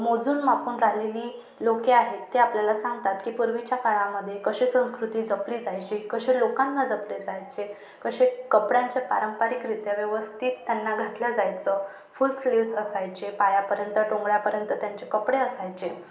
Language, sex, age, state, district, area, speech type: Marathi, female, 30-45, Maharashtra, Wardha, urban, spontaneous